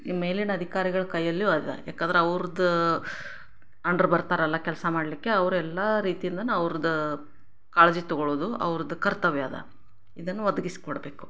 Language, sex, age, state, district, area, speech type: Kannada, female, 45-60, Karnataka, Chikkaballapur, rural, spontaneous